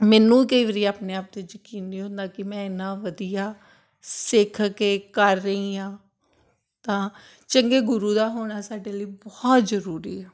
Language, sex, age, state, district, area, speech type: Punjabi, female, 30-45, Punjab, Tarn Taran, urban, spontaneous